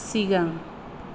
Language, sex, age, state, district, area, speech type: Bodo, female, 45-60, Assam, Kokrajhar, rural, read